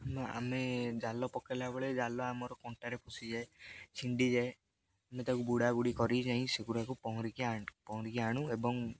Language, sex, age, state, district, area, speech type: Odia, male, 18-30, Odisha, Jagatsinghpur, rural, spontaneous